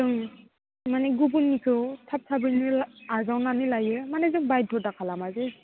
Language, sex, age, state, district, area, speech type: Bodo, female, 18-30, Assam, Baksa, rural, conversation